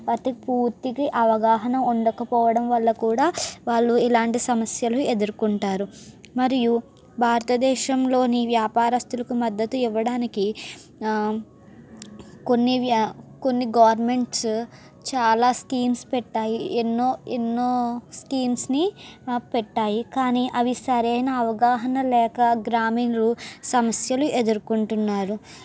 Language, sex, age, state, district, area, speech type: Telugu, female, 45-60, Andhra Pradesh, East Godavari, rural, spontaneous